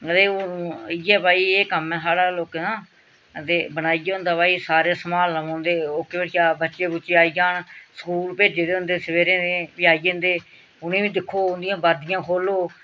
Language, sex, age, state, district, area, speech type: Dogri, female, 45-60, Jammu and Kashmir, Reasi, rural, spontaneous